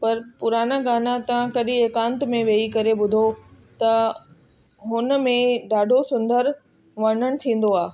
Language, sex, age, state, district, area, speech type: Sindhi, female, 30-45, Delhi, South Delhi, urban, spontaneous